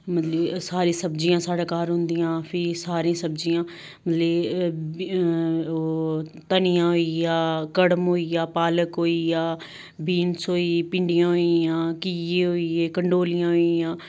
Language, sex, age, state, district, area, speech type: Dogri, female, 30-45, Jammu and Kashmir, Samba, rural, spontaneous